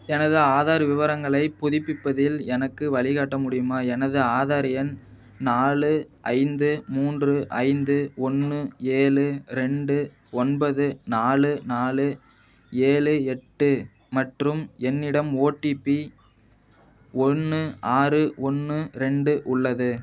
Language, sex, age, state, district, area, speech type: Tamil, male, 18-30, Tamil Nadu, Madurai, urban, read